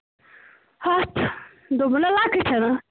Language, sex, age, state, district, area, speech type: Kashmiri, female, 18-30, Jammu and Kashmir, Ganderbal, rural, conversation